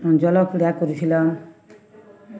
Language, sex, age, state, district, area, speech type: Bengali, female, 45-60, West Bengal, Uttar Dinajpur, urban, spontaneous